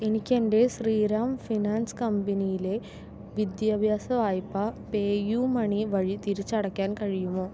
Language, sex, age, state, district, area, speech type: Malayalam, female, 18-30, Kerala, Palakkad, rural, read